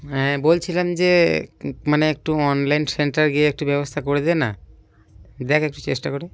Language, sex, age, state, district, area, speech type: Bengali, male, 18-30, West Bengal, Cooch Behar, urban, spontaneous